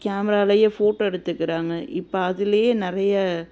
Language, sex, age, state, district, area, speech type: Tamil, female, 30-45, Tamil Nadu, Madurai, urban, spontaneous